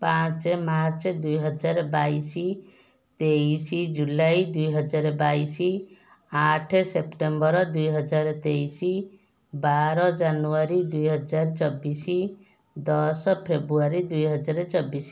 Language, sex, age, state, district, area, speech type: Odia, female, 45-60, Odisha, Kendujhar, urban, spontaneous